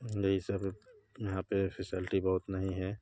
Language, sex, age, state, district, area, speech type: Hindi, male, 30-45, Uttar Pradesh, Bhadohi, rural, spontaneous